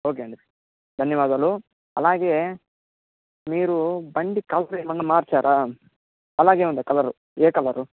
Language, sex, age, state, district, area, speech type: Telugu, male, 18-30, Andhra Pradesh, Chittoor, rural, conversation